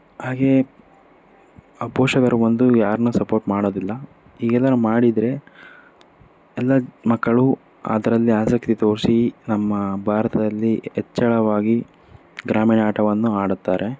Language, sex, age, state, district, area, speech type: Kannada, male, 18-30, Karnataka, Davanagere, urban, spontaneous